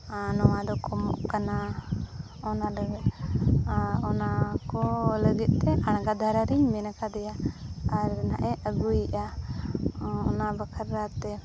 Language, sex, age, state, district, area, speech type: Santali, female, 18-30, Jharkhand, Seraikela Kharsawan, rural, spontaneous